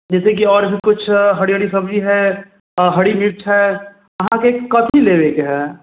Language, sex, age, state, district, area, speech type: Maithili, female, 18-30, Bihar, Sitamarhi, rural, conversation